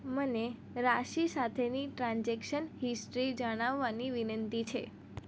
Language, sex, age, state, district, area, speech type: Gujarati, female, 18-30, Gujarat, Surat, rural, read